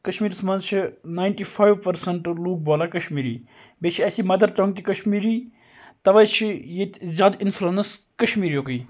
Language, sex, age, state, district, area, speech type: Kashmiri, male, 18-30, Jammu and Kashmir, Kupwara, rural, spontaneous